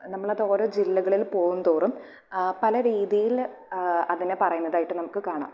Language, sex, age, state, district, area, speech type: Malayalam, female, 18-30, Kerala, Thrissur, rural, spontaneous